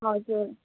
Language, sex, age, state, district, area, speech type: Nepali, female, 18-30, West Bengal, Darjeeling, rural, conversation